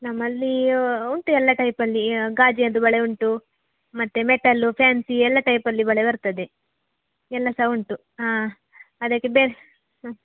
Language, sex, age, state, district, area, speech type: Kannada, female, 30-45, Karnataka, Udupi, rural, conversation